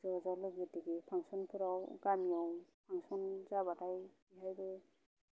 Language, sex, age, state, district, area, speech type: Bodo, female, 45-60, Assam, Kokrajhar, rural, spontaneous